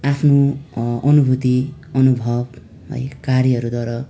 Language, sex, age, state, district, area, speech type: Nepali, male, 18-30, West Bengal, Darjeeling, rural, spontaneous